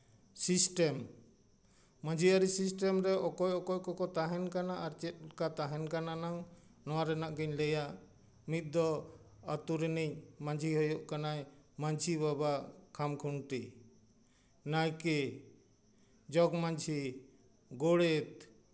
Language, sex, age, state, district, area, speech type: Santali, male, 60+, West Bengal, Paschim Bardhaman, urban, spontaneous